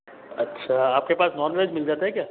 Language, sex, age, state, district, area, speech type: Hindi, male, 30-45, Rajasthan, Jodhpur, urban, conversation